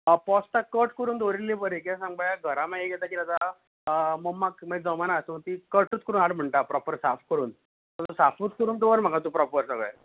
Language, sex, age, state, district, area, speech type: Goan Konkani, male, 18-30, Goa, Bardez, urban, conversation